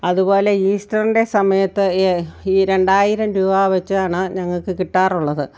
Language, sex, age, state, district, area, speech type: Malayalam, female, 60+, Kerala, Kottayam, rural, spontaneous